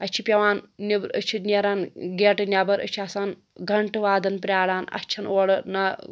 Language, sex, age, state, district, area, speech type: Kashmiri, female, 30-45, Jammu and Kashmir, Pulwama, urban, spontaneous